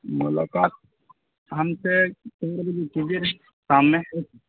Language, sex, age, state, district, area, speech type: Urdu, male, 18-30, Bihar, Khagaria, rural, conversation